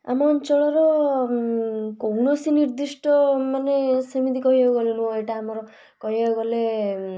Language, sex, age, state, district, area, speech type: Odia, female, 18-30, Odisha, Kalahandi, rural, spontaneous